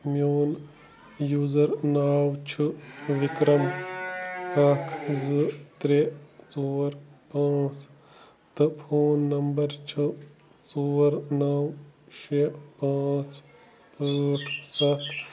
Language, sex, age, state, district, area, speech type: Kashmiri, male, 30-45, Jammu and Kashmir, Bandipora, rural, read